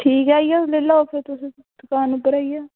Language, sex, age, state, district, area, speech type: Dogri, female, 18-30, Jammu and Kashmir, Samba, urban, conversation